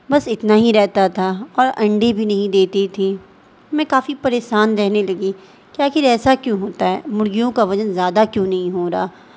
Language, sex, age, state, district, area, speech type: Urdu, female, 18-30, Bihar, Darbhanga, rural, spontaneous